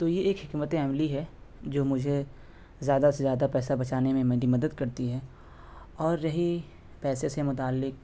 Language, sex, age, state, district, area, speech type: Urdu, male, 18-30, Delhi, North West Delhi, urban, spontaneous